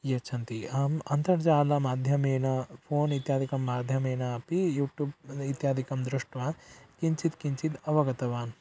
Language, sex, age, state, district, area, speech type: Sanskrit, male, 18-30, Odisha, Bargarh, rural, spontaneous